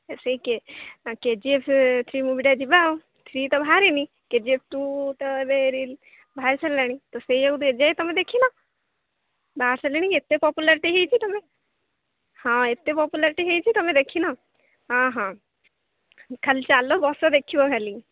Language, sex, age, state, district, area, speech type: Odia, female, 18-30, Odisha, Jagatsinghpur, rural, conversation